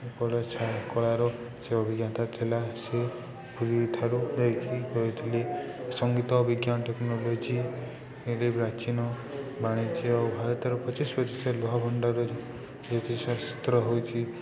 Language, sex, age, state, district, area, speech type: Odia, male, 18-30, Odisha, Subarnapur, urban, spontaneous